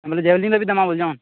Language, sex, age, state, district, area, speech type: Odia, male, 30-45, Odisha, Sambalpur, rural, conversation